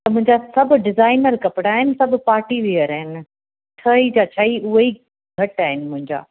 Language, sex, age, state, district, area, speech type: Sindhi, female, 45-60, Uttar Pradesh, Lucknow, rural, conversation